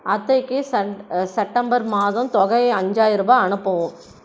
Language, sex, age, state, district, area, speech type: Tamil, female, 60+, Tamil Nadu, Krishnagiri, rural, read